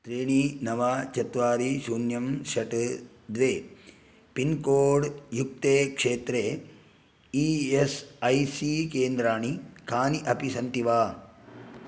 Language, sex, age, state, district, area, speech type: Sanskrit, male, 45-60, Karnataka, Udupi, rural, read